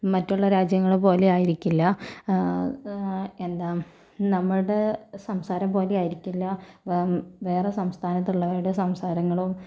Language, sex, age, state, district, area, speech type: Malayalam, female, 45-60, Kerala, Kozhikode, urban, spontaneous